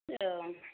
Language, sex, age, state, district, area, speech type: Bodo, female, 45-60, Assam, Kokrajhar, urban, conversation